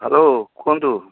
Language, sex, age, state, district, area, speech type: Odia, male, 45-60, Odisha, Balasore, rural, conversation